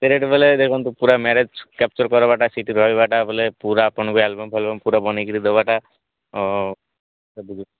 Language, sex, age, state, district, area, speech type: Odia, male, 18-30, Odisha, Malkangiri, urban, conversation